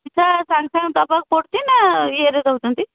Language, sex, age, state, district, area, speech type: Odia, female, 45-60, Odisha, Cuttack, urban, conversation